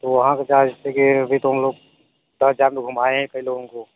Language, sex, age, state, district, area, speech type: Hindi, male, 45-60, Uttar Pradesh, Mirzapur, rural, conversation